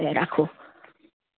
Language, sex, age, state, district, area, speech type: Assamese, female, 60+, Assam, Goalpara, urban, conversation